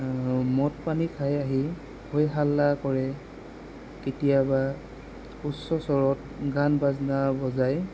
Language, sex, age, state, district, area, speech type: Assamese, male, 30-45, Assam, Golaghat, urban, spontaneous